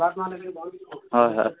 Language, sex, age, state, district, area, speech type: Assamese, male, 18-30, Assam, Sivasagar, rural, conversation